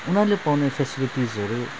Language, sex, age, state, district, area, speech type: Nepali, male, 30-45, West Bengal, Alipurduar, urban, spontaneous